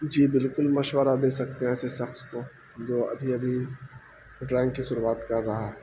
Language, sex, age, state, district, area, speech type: Urdu, male, 18-30, Bihar, Gaya, urban, spontaneous